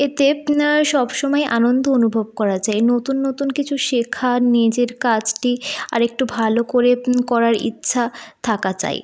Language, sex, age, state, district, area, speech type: Bengali, female, 18-30, West Bengal, North 24 Parganas, urban, spontaneous